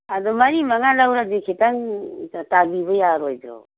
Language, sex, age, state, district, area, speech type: Manipuri, female, 45-60, Manipur, Imphal East, rural, conversation